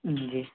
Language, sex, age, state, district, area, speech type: Hindi, male, 18-30, Madhya Pradesh, Bhopal, urban, conversation